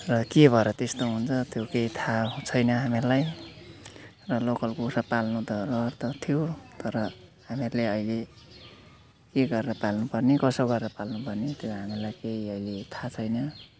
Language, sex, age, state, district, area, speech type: Nepali, male, 60+, West Bengal, Alipurduar, urban, spontaneous